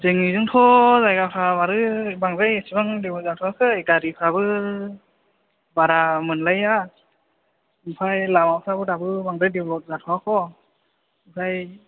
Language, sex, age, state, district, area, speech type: Bodo, male, 18-30, Assam, Chirang, urban, conversation